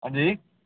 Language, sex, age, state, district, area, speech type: Dogri, male, 30-45, Jammu and Kashmir, Samba, urban, conversation